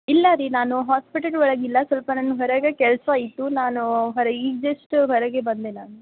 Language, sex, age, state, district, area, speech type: Kannada, female, 18-30, Karnataka, Gadag, rural, conversation